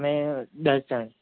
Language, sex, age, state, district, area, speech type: Gujarati, male, 18-30, Gujarat, Kheda, rural, conversation